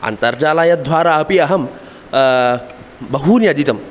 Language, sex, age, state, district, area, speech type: Sanskrit, male, 18-30, Karnataka, Dakshina Kannada, rural, spontaneous